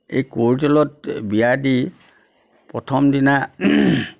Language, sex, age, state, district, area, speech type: Assamese, male, 60+, Assam, Nagaon, rural, spontaneous